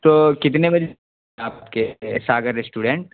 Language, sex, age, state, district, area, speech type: Urdu, male, 18-30, Bihar, Saharsa, rural, conversation